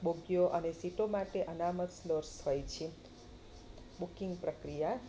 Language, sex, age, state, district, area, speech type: Gujarati, female, 30-45, Gujarat, Kheda, rural, spontaneous